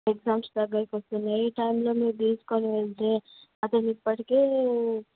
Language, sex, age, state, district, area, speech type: Telugu, female, 18-30, Andhra Pradesh, Visakhapatnam, urban, conversation